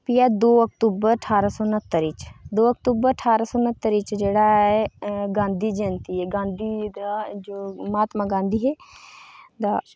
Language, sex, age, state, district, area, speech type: Dogri, female, 18-30, Jammu and Kashmir, Reasi, rural, spontaneous